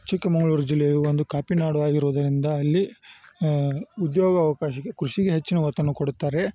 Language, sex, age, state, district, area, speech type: Kannada, male, 18-30, Karnataka, Chikkamagaluru, rural, spontaneous